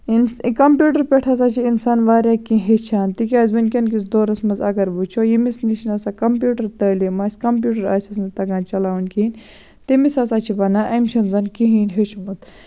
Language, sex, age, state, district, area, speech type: Kashmiri, female, 45-60, Jammu and Kashmir, Baramulla, rural, spontaneous